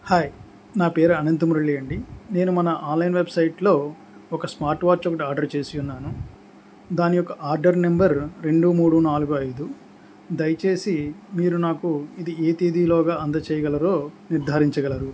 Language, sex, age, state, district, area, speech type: Telugu, male, 45-60, Andhra Pradesh, Anakapalli, rural, spontaneous